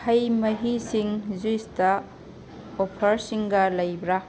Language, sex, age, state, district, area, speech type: Manipuri, female, 45-60, Manipur, Kangpokpi, urban, read